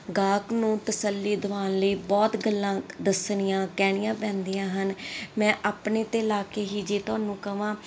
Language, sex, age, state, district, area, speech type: Punjabi, female, 30-45, Punjab, Mansa, urban, spontaneous